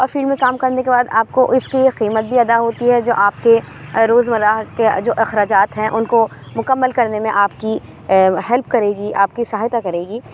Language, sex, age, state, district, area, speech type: Urdu, female, 30-45, Uttar Pradesh, Aligarh, urban, spontaneous